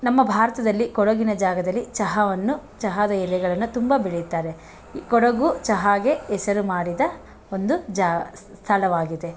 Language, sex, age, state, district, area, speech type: Kannada, female, 45-60, Karnataka, Bangalore Rural, rural, spontaneous